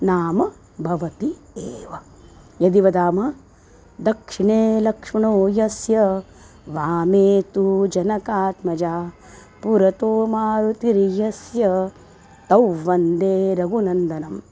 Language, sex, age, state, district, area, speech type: Sanskrit, female, 45-60, Maharashtra, Nagpur, urban, spontaneous